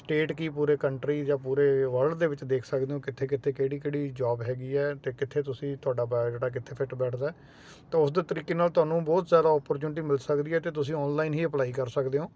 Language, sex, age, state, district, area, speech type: Punjabi, male, 45-60, Punjab, Sangrur, urban, spontaneous